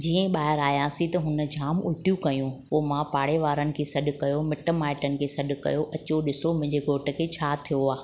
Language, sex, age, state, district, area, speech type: Sindhi, female, 30-45, Gujarat, Ahmedabad, urban, spontaneous